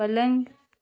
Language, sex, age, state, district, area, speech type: Hindi, female, 18-30, Uttar Pradesh, Ghazipur, urban, read